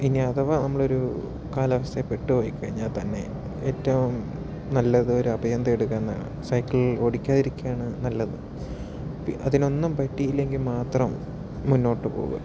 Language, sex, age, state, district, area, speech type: Malayalam, male, 30-45, Kerala, Palakkad, rural, spontaneous